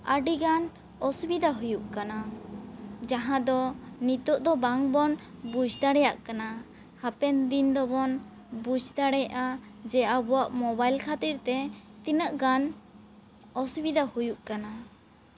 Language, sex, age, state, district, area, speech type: Santali, female, 18-30, West Bengal, Bankura, rural, spontaneous